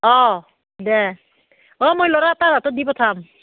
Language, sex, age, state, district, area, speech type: Assamese, female, 45-60, Assam, Barpeta, rural, conversation